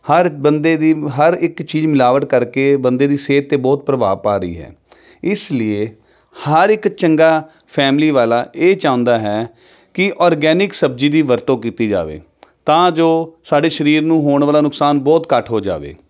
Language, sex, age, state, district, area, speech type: Punjabi, male, 30-45, Punjab, Jalandhar, urban, spontaneous